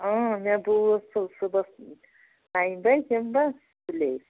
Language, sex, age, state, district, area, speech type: Kashmiri, female, 30-45, Jammu and Kashmir, Bandipora, rural, conversation